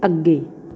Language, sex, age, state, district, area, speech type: Punjabi, female, 45-60, Punjab, Patiala, rural, read